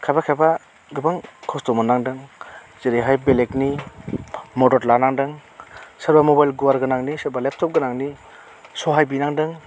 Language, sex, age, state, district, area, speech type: Bodo, male, 30-45, Assam, Chirang, rural, spontaneous